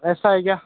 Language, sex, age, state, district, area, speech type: Hindi, male, 18-30, Rajasthan, Nagaur, rural, conversation